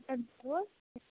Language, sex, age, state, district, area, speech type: Kashmiri, female, 18-30, Jammu and Kashmir, Kulgam, rural, conversation